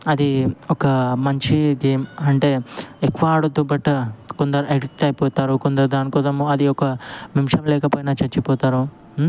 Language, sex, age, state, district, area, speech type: Telugu, male, 18-30, Telangana, Ranga Reddy, urban, spontaneous